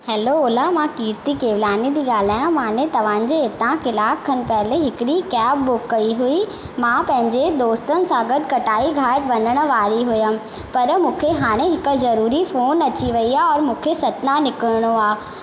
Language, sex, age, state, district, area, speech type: Sindhi, female, 18-30, Madhya Pradesh, Katni, rural, spontaneous